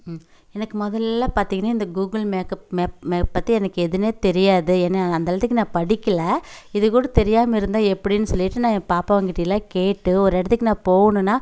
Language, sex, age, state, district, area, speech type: Tamil, female, 45-60, Tamil Nadu, Coimbatore, rural, spontaneous